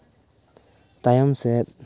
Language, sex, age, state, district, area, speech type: Santali, male, 18-30, Jharkhand, East Singhbhum, rural, read